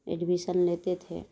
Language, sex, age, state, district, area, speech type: Urdu, female, 30-45, Bihar, Darbhanga, rural, spontaneous